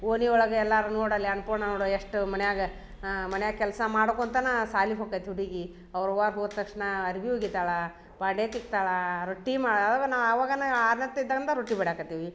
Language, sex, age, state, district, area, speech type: Kannada, female, 30-45, Karnataka, Dharwad, urban, spontaneous